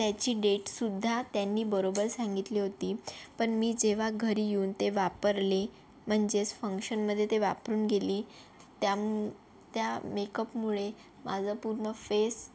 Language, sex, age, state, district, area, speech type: Marathi, female, 18-30, Maharashtra, Yavatmal, rural, spontaneous